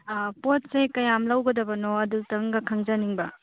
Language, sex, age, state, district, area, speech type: Manipuri, female, 18-30, Manipur, Churachandpur, rural, conversation